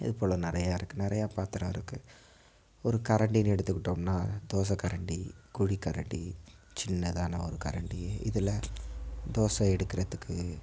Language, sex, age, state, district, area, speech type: Tamil, male, 18-30, Tamil Nadu, Mayiladuthurai, urban, spontaneous